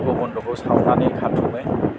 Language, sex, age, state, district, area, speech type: Bodo, male, 60+, Assam, Kokrajhar, rural, spontaneous